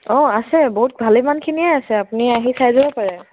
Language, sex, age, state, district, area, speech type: Assamese, female, 18-30, Assam, Tinsukia, urban, conversation